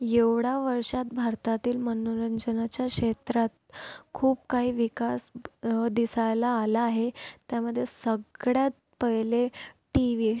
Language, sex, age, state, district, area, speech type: Marathi, female, 18-30, Maharashtra, Nagpur, urban, spontaneous